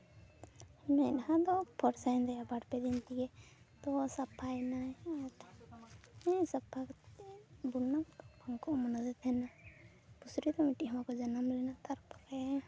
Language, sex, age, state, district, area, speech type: Santali, female, 18-30, West Bengal, Purulia, rural, spontaneous